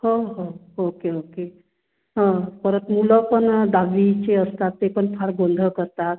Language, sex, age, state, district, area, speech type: Marathi, female, 45-60, Maharashtra, Wardha, urban, conversation